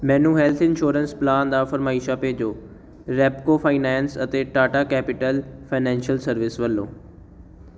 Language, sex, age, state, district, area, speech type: Punjabi, male, 18-30, Punjab, Jalandhar, urban, read